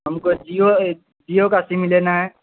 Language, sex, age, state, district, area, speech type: Urdu, male, 18-30, Bihar, Saharsa, rural, conversation